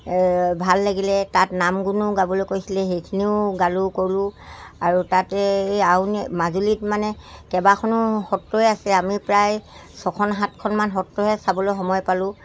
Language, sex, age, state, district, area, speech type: Assamese, male, 60+, Assam, Dibrugarh, rural, spontaneous